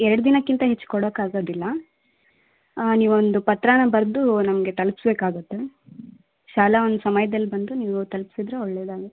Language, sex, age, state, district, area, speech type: Kannada, female, 18-30, Karnataka, Vijayanagara, rural, conversation